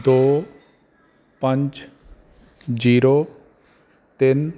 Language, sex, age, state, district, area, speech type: Punjabi, male, 30-45, Punjab, Fazilka, rural, read